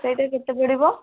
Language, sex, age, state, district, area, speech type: Odia, female, 18-30, Odisha, Malkangiri, urban, conversation